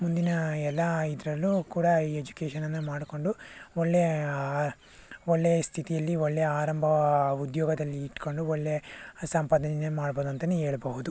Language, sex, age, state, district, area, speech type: Kannada, male, 60+, Karnataka, Tumkur, rural, spontaneous